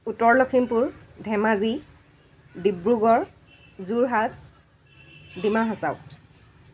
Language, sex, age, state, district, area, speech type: Assamese, female, 60+, Assam, Dhemaji, rural, spontaneous